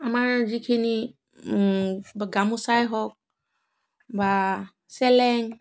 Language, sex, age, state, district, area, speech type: Assamese, female, 45-60, Assam, Biswanath, rural, spontaneous